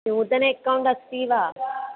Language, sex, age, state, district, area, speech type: Sanskrit, female, 18-30, Kerala, Kozhikode, rural, conversation